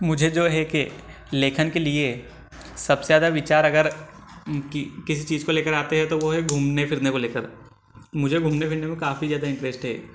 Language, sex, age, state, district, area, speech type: Hindi, male, 18-30, Madhya Pradesh, Ujjain, urban, spontaneous